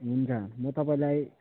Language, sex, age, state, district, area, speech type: Nepali, male, 60+, West Bengal, Kalimpong, rural, conversation